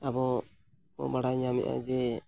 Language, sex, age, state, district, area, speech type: Santali, male, 45-60, Odisha, Mayurbhanj, rural, spontaneous